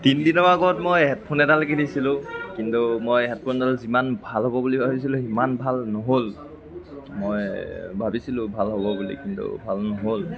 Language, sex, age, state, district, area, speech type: Assamese, male, 45-60, Assam, Lakhimpur, rural, spontaneous